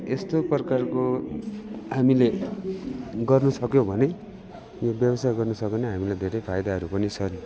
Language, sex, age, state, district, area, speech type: Nepali, male, 45-60, West Bengal, Darjeeling, rural, spontaneous